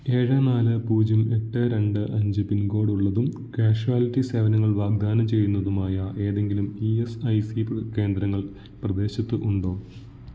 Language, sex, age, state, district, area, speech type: Malayalam, male, 18-30, Kerala, Idukki, rural, read